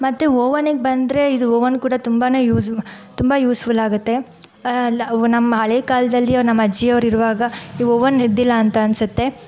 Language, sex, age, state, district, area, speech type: Kannada, female, 30-45, Karnataka, Bangalore Urban, rural, spontaneous